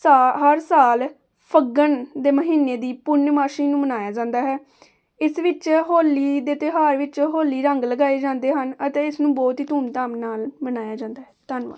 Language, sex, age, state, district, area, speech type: Punjabi, female, 18-30, Punjab, Gurdaspur, rural, spontaneous